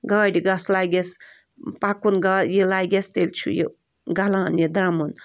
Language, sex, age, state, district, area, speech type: Kashmiri, female, 18-30, Jammu and Kashmir, Bandipora, rural, spontaneous